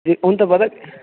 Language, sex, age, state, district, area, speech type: Dogri, male, 18-30, Jammu and Kashmir, Reasi, rural, conversation